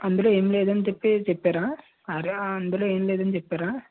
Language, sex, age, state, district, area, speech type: Telugu, male, 18-30, Andhra Pradesh, West Godavari, rural, conversation